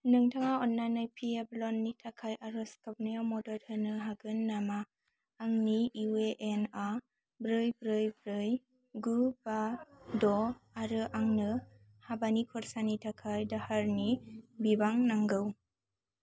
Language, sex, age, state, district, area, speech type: Bodo, female, 18-30, Assam, Kokrajhar, rural, read